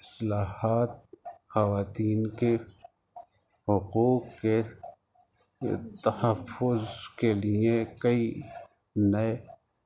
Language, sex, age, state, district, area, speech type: Urdu, male, 45-60, Uttar Pradesh, Rampur, urban, spontaneous